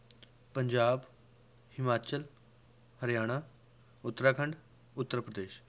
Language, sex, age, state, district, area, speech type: Punjabi, male, 18-30, Punjab, Rupnagar, rural, spontaneous